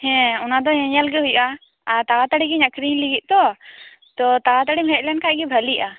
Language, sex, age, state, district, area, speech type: Santali, female, 18-30, West Bengal, Birbhum, rural, conversation